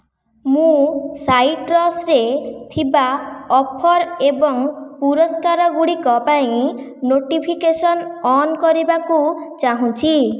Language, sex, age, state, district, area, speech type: Odia, female, 45-60, Odisha, Khordha, rural, read